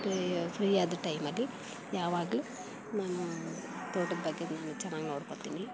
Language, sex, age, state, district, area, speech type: Kannada, female, 45-60, Karnataka, Mandya, rural, spontaneous